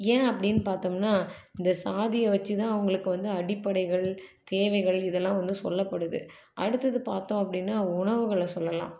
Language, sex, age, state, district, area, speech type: Tamil, female, 30-45, Tamil Nadu, Salem, urban, spontaneous